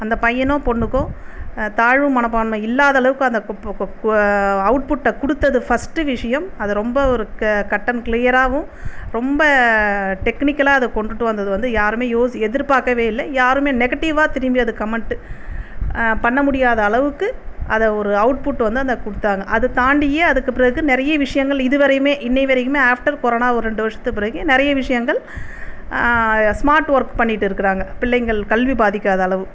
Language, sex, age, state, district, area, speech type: Tamil, female, 45-60, Tamil Nadu, Viluppuram, urban, spontaneous